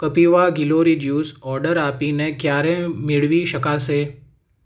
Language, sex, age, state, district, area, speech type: Gujarati, male, 18-30, Gujarat, Ahmedabad, urban, read